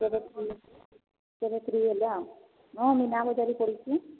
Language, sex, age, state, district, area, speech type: Odia, female, 45-60, Odisha, Angul, rural, conversation